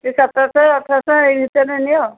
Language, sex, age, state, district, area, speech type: Odia, female, 45-60, Odisha, Angul, rural, conversation